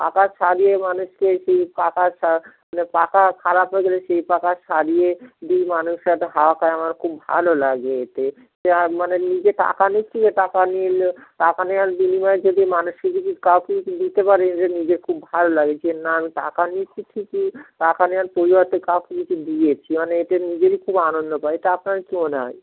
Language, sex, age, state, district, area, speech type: Bengali, male, 30-45, West Bengal, Dakshin Dinajpur, urban, conversation